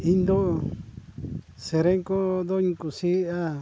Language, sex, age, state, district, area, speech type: Santali, male, 60+, Odisha, Mayurbhanj, rural, spontaneous